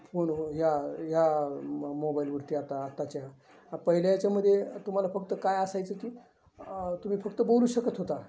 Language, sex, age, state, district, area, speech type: Marathi, male, 60+, Maharashtra, Osmanabad, rural, spontaneous